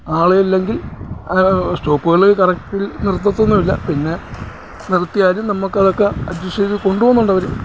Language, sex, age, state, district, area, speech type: Malayalam, male, 45-60, Kerala, Alappuzha, urban, spontaneous